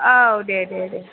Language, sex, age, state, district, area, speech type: Bodo, female, 18-30, Assam, Chirang, urban, conversation